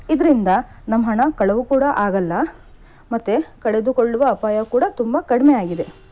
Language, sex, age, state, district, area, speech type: Kannada, female, 30-45, Karnataka, Shimoga, rural, spontaneous